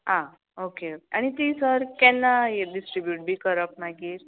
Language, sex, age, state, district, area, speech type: Goan Konkani, female, 18-30, Goa, Ponda, rural, conversation